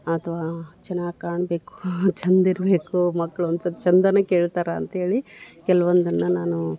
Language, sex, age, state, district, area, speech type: Kannada, female, 60+, Karnataka, Dharwad, rural, spontaneous